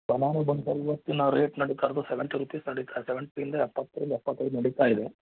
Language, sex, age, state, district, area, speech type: Kannada, male, 30-45, Karnataka, Mandya, rural, conversation